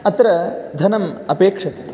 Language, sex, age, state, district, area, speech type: Sanskrit, male, 18-30, Karnataka, Gadag, rural, spontaneous